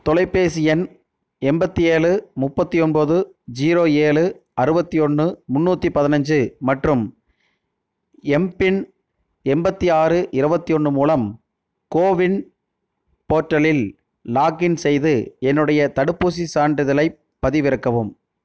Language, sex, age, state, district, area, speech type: Tamil, male, 30-45, Tamil Nadu, Erode, rural, read